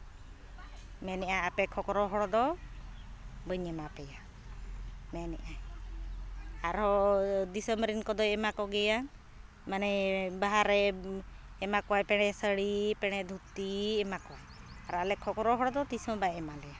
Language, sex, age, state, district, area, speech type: Santali, female, 45-60, Jharkhand, Seraikela Kharsawan, rural, spontaneous